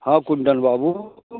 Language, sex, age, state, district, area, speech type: Maithili, male, 45-60, Bihar, Saharsa, rural, conversation